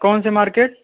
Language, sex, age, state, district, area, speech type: Hindi, male, 18-30, Uttar Pradesh, Prayagraj, urban, conversation